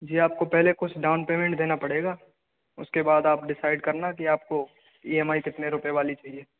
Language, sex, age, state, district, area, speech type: Hindi, male, 60+, Rajasthan, Karauli, rural, conversation